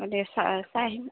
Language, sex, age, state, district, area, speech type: Assamese, female, 60+, Assam, Goalpara, urban, conversation